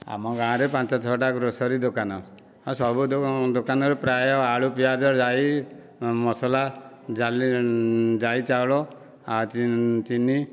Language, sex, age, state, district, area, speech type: Odia, male, 45-60, Odisha, Dhenkanal, rural, spontaneous